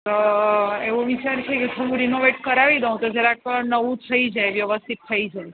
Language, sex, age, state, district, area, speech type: Gujarati, female, 30-45, Gujarat, Surat, urban, conversation